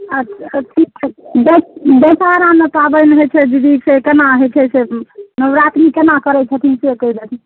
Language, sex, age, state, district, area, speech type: Maithili, female, 60+, Bihar, Saharsa, rural, conversation